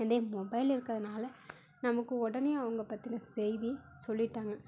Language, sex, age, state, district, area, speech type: Tamil, female, 30-45, Tamil Nadu, Mayiladuthurai, urban, spontaneous